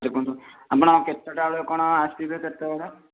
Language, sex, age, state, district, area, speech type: Odia, male, 18-30, Odisha, Bhadrak, rural, conversation